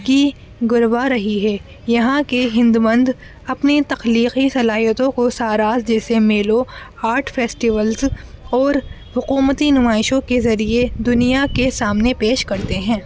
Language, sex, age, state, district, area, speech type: Urdu, female, 18-30, Delhi, North East Delhi, urban, spontaneous